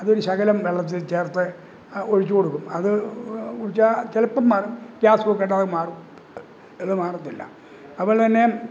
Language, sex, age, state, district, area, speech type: Malayalam, male, 60+, Kerala, Kottayam, rural, spontaneous